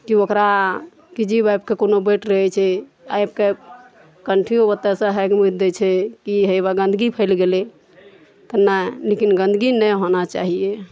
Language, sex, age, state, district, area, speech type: Maithili, female, 45-60, Bihar, Araria, rural, spontaneous